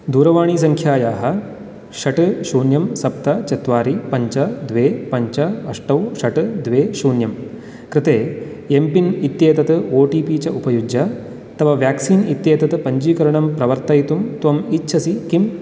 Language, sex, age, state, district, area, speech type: Sanskrit, male, 30-45, Karnataka, Uttara Kannada, rural, read